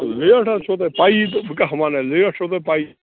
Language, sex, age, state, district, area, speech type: Kashmiri, male, 45-60, Jammu and Kashmir, Bandipora, rural, conversation